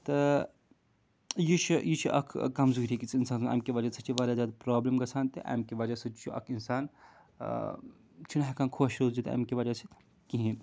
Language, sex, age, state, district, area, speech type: Kashmiri, male, 45-60, Jammu and Kashmir, Srinagar, urban, spontaneous